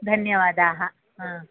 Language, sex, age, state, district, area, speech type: Sanskrit, female, 60+, Karnataka, Bangalore Urban, urban, conversation